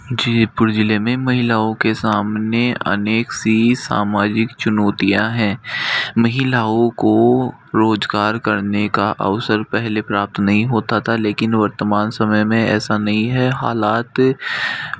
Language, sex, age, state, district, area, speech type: Hindi, male, 45-60, Rajasthan, Jaipur, urban, spontaneous